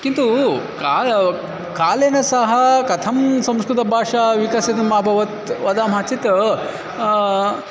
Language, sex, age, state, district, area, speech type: Sanskrit, male, 30-45, Karnataka, Bangalore Urban, urban, spontaneous